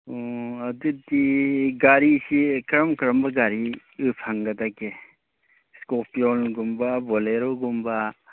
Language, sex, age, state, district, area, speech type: Manipuri, male, 30-45, Manipur, Churachandpur, rural, conversation